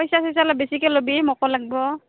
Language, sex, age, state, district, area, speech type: Assamese, female, 45-60, Assam, Goalpara, urban, conversation